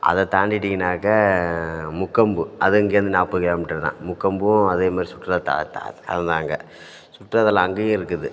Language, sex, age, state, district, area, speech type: Tamil, male, 30-45, Tamil Nadu, Thanjavur, rural, spontaneous